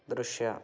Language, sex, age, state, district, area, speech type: Kannada, male, 18-30, Karnataka, Davanagere, urban, read